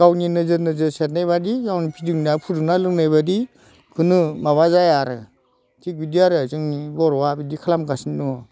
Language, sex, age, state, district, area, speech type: Bodo, male, 45-60, Assam, Udalguri, rural, spontaneous